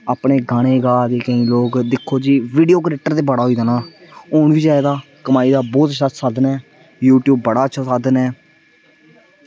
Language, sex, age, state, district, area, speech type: Dogri, male, 18-30, Jammu and Kashmir, Samba, rural, spontaneous